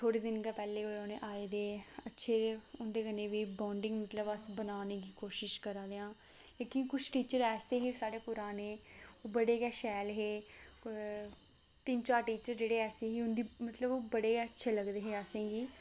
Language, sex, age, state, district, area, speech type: Dogri, female, 18-30, Jammu and Kashmir, Reasi, rural, spontaneous